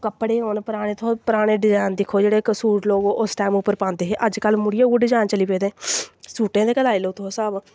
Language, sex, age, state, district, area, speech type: Dogri, female, 18-30, Jammu and Kashmir, Samba, rural, spontaneous